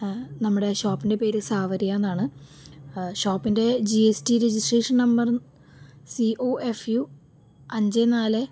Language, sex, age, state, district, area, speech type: Malayalam, female, 45-60, Kerala, Palakkad, rural, spontaneous